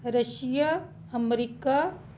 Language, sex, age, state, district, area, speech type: Dogri, female, 30-45, Jammu and Kashmir, Jammu, urban, spontaneous